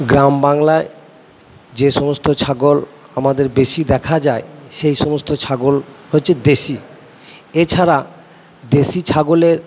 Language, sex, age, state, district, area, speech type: Bengali, male, 60+, West Bengal, Purba Bardhaman, urban, spontaneous